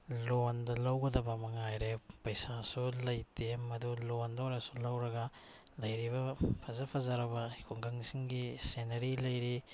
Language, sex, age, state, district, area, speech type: Manipuri, male, 45-60, Manipur, Bishnupur, rural, spontaneous